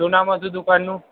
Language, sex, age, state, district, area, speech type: Gujarati, male, 60+, Gujarat, Aravalli, urban, conversation